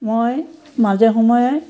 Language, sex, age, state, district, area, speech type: Assamese, female, 60+, Assam, Biswanath, rural, spontaneous